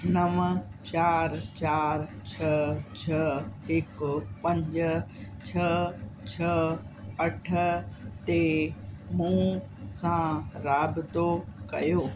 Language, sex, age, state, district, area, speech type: Sindhi, female, 45-60, Uttar Pradesh, Lucknow, rural, read